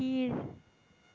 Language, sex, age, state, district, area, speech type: Tamil, female, 18-30, Tamil Nadu, Mayiladuthurai, rural, read